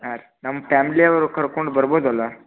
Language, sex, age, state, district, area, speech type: Kannada, male, 18-30, Karnataka, Gadag, rural, conversation